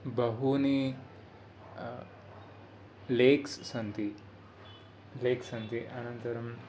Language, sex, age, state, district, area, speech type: Sanskrit, male, 18-30, Karnataka, Mysore, urban, spontaneous